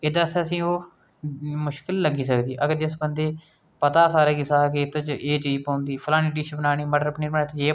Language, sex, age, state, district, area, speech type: Dogri, male, 30-45, Jammu and Kashmir, Udhampur, rural, spontaneous